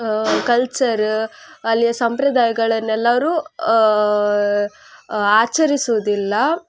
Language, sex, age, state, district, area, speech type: Kannada, female, 18-30, Karnataka, Udupi, rural, spontaneous